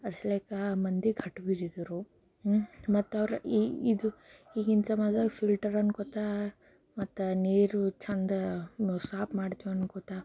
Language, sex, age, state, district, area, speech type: Kannada, female, 18-30, Karnataka, Bidar, rural, spontaneous